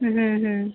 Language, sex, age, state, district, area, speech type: Bengali, female, 18-30, West Bengal, Howrah, urban, conversation